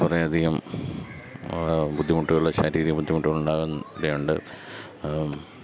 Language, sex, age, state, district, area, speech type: Malayalam, male, 30-45, Kerala, Pathanamthitta, urban, spontaneous